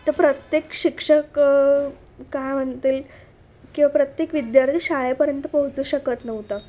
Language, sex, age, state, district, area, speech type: Marathi, female, 18-30, Maharashtra, Nashik, urban, spontaneous